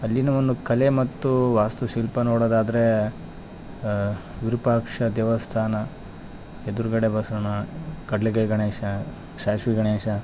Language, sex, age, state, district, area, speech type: Kannada, male, 30-45, Karnataka, Bellary, urban, spontaneous